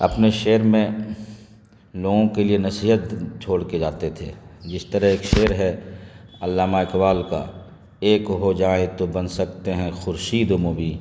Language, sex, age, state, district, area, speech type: Urdu, male, 30-45, Bihar, Khagaria, rural, spontaneous